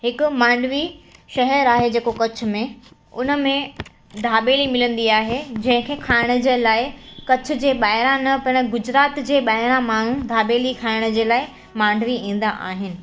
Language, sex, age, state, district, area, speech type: Sindhi, female, 18-30, Gujarat, Kutch, urban, spontaneous